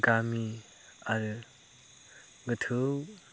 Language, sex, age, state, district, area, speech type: Bodo, male, 30-45, Assam, Chirang, rural, spontaneous